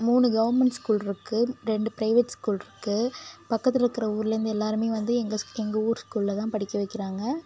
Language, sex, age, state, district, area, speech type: Tamil, female, 45-60, Tamil Nadu, Cuddalore, rural, spontaneous